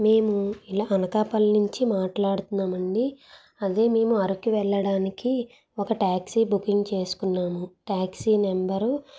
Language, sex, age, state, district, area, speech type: Telugu, female, 30-45, Andhra Pradesh, Anakapalli, urban, spontaneous